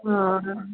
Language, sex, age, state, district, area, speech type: Sindhi, female, 45-60, Delhi, South Delhi, urban, conversation